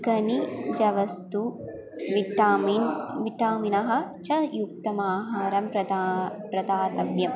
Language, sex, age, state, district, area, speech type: Sanskrit, female, 18-30, Kerala, Thrissur, urban, spontaneous